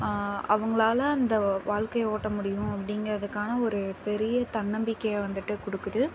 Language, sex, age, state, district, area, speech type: Tamil, female, 18-30, Tamil Nadu, Karur, rural, spontaneous